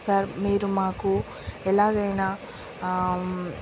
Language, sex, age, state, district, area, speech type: Telugu, female, 18-30, Andhra Pradesh, Srikakulam, urban, spontaneous